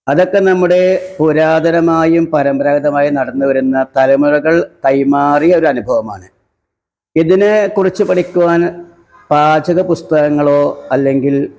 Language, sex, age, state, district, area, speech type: Malayalam, male, 60+, Kerala, Malappuram, rural, spontaneous